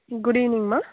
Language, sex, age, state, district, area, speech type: Tamil, female, 30-45, Tamil Nadu, Mayiladuthurai, rural, conversation